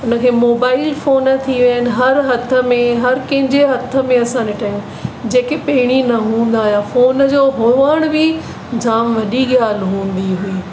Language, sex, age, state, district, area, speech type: Sindhi, female, 45-60, Maharashtra, Mumbai Suburban, urban, spontaneous